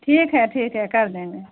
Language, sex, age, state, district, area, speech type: Hindi, female, 60+, Uttar Pradesh, Pratapgarh, rural, conversation